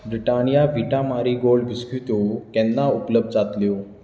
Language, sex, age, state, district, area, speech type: Goan Konkani, male, 30-45, Goa, Bardez, urban, read